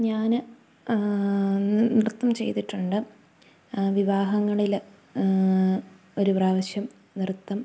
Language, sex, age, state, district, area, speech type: Malayalam, female, 18-30, Kerala, Idukki, rural, spontaneous